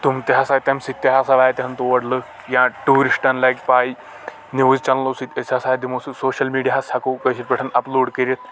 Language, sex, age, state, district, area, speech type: Kashmiri, male, 18-30, Jammu and Kashmir, Kulgam, rural, spontaneous